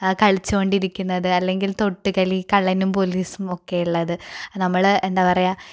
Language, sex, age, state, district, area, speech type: Malayalam, female, 18-30, Kerala, Malappuram, rural, spontaneous